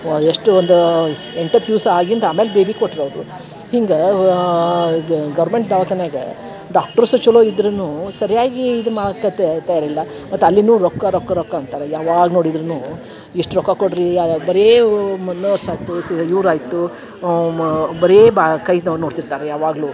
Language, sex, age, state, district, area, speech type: Kannada, female, 60+, Karnataka, Dharwad, rural, spontaneous